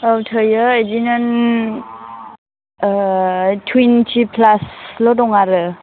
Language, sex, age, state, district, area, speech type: Bodo, female, 18-30, Assam, Chirang, rural, conversation